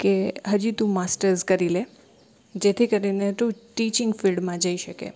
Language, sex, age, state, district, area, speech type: Gujarati, female, 18-30, Gujarat, Morbi, urban, spontaneous